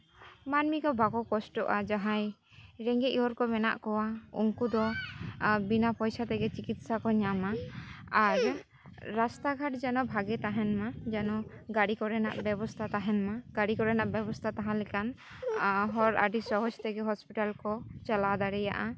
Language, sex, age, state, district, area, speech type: Santali, female, 18-30, West Bengal, Jhargram, rural, spontaneous